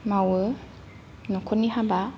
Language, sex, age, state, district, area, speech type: Bodo, female, 30-45, Assam, Kokrajhar, rural, spontaneous